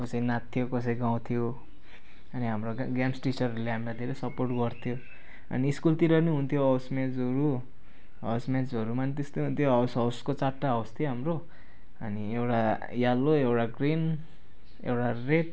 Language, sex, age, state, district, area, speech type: Nepali, male, 18-30, West Bengal, Kalimpong, rural, spontaneous